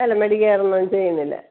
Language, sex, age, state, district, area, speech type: Malayalam, female, 45-60, Kerala, Kottayam, rural, conversation